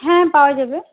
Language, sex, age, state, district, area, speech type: Bengali, female, 45-60, West Bengal, Malda, rural, conversation